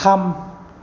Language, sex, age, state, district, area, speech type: Bodo, male, 45-60, Assam, Chirang, rural, read